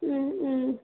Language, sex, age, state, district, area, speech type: Tamil, female, 30-45, Tamil Nadu, Salem, rural, conversation